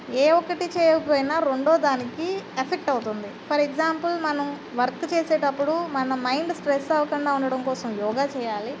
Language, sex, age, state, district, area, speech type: Telugu, female, 45-60, Andhra Pradesh, Eluru, urban, spontaneous